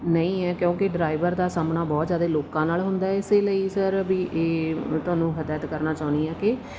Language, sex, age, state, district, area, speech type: Punjabi, female, 30-45, Punjab, Mansa, rural, spontaneous